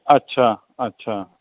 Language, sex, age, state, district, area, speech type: Sindhi, male, 45-60, Uttar Pradesh, Lucknow, rural, conversation